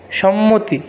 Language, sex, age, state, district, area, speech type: Bengali, male, 30-45, West Bengal, Purulia, urban, read